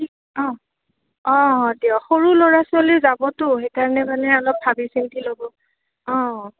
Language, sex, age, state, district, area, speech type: Assamese, female, 18-30, Assam, Goalpara, urban, conversation